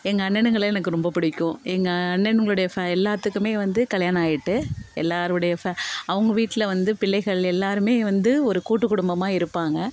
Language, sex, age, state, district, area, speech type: Tamil, female, 45-60, Tamil Nadu, Thanjavur, rural, spontaneous